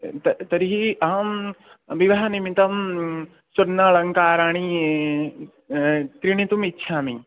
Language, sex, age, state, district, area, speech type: Sanskrit, male, 18-30, Odisha, Khordha, rural, conversation